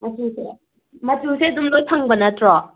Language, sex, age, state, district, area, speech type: Manipuri, female, 18-30, Manipur, Kangpokpi, urban, conversation